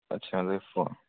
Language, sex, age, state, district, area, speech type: Dogri, male, 30-45, Jammu and Kashmir, Udhampur, urban, conversation